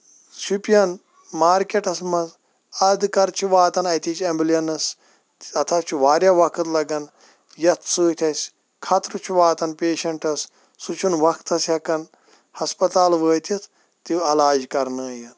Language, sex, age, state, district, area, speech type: Kashmiri, female, 45-60, Jammu and Kashmir, Shopian, rural, spontaneous